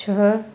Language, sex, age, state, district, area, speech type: Sindhi, female, 45-60, Gujarat, Surat, urban, read